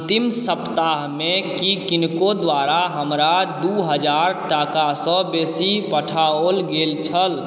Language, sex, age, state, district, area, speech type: Maithili, male, 30-45, Bihar, Supaul, rural, read